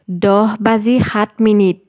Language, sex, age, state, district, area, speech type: Assamese, female, 30-45, Assam, Sivasagar, rural, read